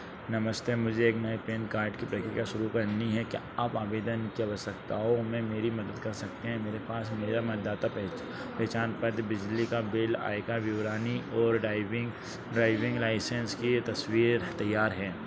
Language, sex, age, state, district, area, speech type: Hindi, male, 30-45, Madhya Pradesh, Harda, urban, read